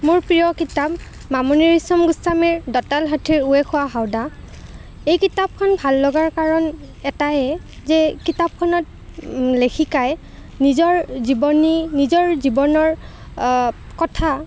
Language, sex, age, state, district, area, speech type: Assamese, female, 30-45, Assam, Kamrup Metropolitan, urban, spontaneous